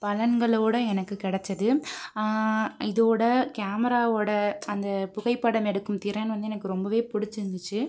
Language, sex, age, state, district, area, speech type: Tamil, female, 45-60, Tamil Nadu, Pudukkottai, urban, spontaneous